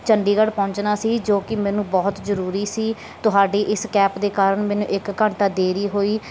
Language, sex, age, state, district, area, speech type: Punjabi, female, 30-45, Punjab, Bathinda, rural, spontaneous